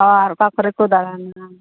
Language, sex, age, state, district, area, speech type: Santali, female, 60+, West Bengal, Purba Bardhaman, rural, conversation